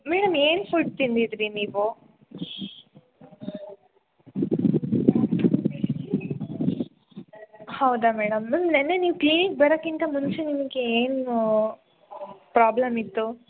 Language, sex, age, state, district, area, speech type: Kannada, female, 18-30, Karnataka, Hassan, urban, conversation